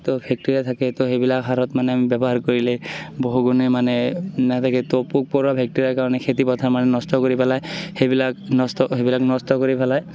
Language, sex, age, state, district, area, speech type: Assamese, male, 18-30, Assam, Barpeta, rural, spontaneous